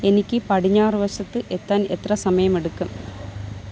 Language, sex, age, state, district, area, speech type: Malayalam, female, 45-60, Kerala, Thiruvananthapuram, rural, read